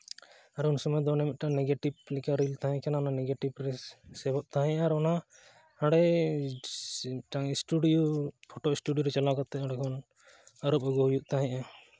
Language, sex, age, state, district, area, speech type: Santali, male, 18-30, Jharkhand, East Singhbhum, rural, spontaneous